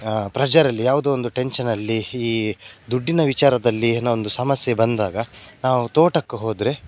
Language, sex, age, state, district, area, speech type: Kannada, male, 30-45, Karnataka, Udupi, rural, spontaneous